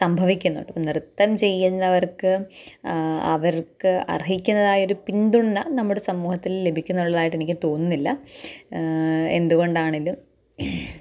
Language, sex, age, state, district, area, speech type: Malayalam, female, 18-30, Kerala, Pathanamthitta, rural, spontaneous